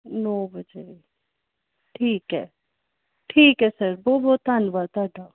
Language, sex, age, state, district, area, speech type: Punjabi, female, 30-45, Punjab, Kapurthala, urban, conversation